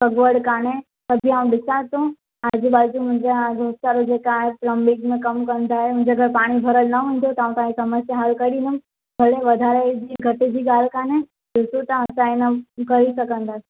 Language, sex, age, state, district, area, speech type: Sindhi, female, 18-30, Gujarat, Surat, urban, conversation